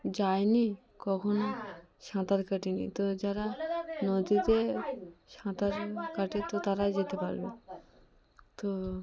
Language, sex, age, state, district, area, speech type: Bengali, female, 18-30, West Bengal, Cooch Behar, urban, spontaneous